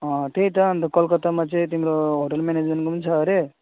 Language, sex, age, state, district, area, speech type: Nepali, male, 18-30, West Bengal, Alipurduar, rural, conversation